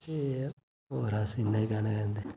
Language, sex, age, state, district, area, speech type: Dogri, male, 30-45, Jammu and Kashmir, Reasi, urban, spontaneous